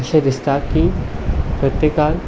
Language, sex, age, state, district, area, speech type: Goan Konkani, male, 18-30, Goa, Ponda, urban, spontaneous